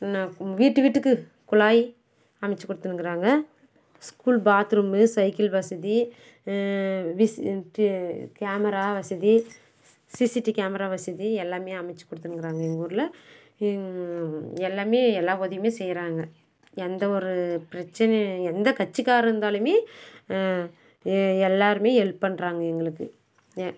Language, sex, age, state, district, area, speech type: Tamil, female, 60+, Tamil Nadu, Krishnagiri, rural, spontaneous